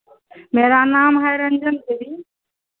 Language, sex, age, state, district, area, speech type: Hindi, female, 45-60, Bihar, Madhepura, rural, conversation